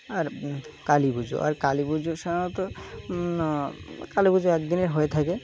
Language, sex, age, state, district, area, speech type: Bengali, male, 18-30, West Bengal, Birbhum, urban, spontaneous